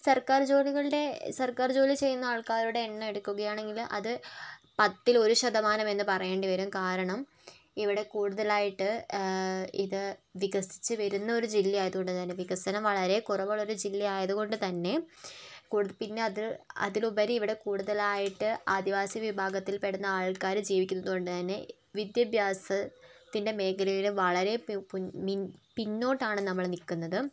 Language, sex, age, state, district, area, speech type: Malayalam, female, 18-30, Kerala, Wayanad, rural, spontaneous